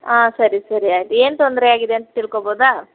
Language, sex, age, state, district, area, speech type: Kannada, female, 18-30, Karnataka, Mysore, urban, conversation